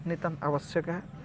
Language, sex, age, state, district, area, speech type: Odia, male, 45-60, Odisha, Balangir, urban, spontaneous